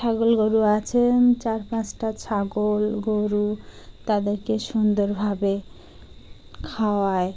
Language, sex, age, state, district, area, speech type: Bengali, female, 30-45, West Bengal, Dakshin Dinajpur, urban, spontaneous